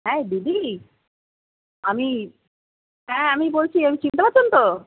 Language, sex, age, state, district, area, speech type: Bengali, female, 30-45, West Bengal, Kolkata, urban, conversation